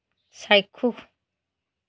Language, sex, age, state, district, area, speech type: Assamese, female, 45-60, Assam, Lakhimpur, rural, read